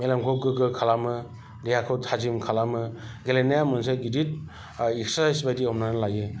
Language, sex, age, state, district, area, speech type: Bodo, male, 45-60, Assam, Chirang, rural, spontaneous